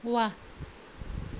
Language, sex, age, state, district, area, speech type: Nepali, female, 30-45, West Bengal, Darjeeling, rural, read